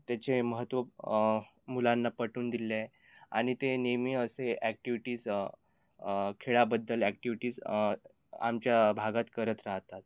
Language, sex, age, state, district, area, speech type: Marathi, male, 18-30, Maharashtra, Nagpur, rural, spontaneous